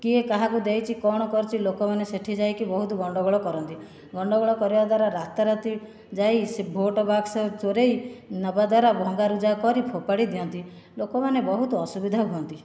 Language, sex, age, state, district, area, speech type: Odia, female, 45-60, Odisha, Khordha, rural, spontaneous